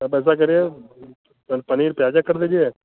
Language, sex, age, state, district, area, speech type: Hindi, male, 45-60, Uttar Pradesh, Hardoi, rural, conversation